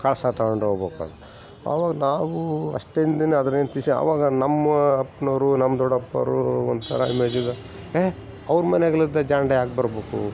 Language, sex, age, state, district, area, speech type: Kannada, male, 45-60, Karnataka, Bellary, rural, spontaneous